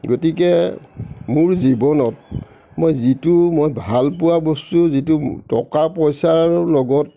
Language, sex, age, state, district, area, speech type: Assamese, male, 60+, Assam, Nagaon, rural, spontaneous